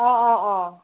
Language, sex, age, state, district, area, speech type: Assamese, female, 30-45, Assam, Nagaon, rural, conversation